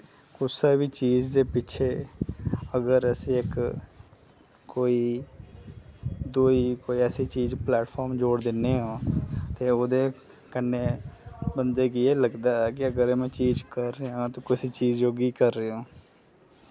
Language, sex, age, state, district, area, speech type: Dogri, male, 30-45, Jammu and Kashmir, Kathua, urban, spontaneous